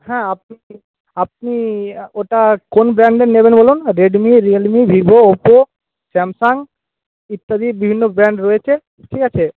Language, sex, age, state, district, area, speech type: Bengali, male, 30-45, West Bengal, Paschim Medinipur, rural, conversation